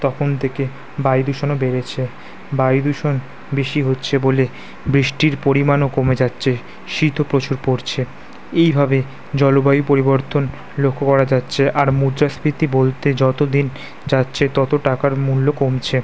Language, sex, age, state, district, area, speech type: Bengali, male, 18-30, West Bengal, Kolkata, urban, spontaneous